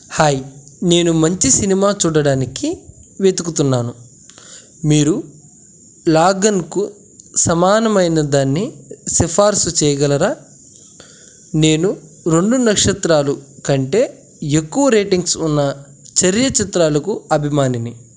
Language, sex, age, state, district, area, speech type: Telugu, male, 18-30, Andhra Pradesh, Krishna, rural, read